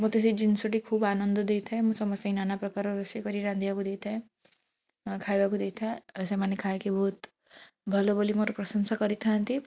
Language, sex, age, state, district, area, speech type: Odia, female, 18-30, Odisha, Bhadrak, rural, spontaneous